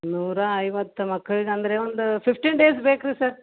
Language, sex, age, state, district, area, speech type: Kannada, female, 30-45, Karnataka, Gulbarga, urban, conversation